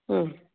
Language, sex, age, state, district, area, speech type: Kannada, female, 60+, Karnataka, Gadag, rural, conversation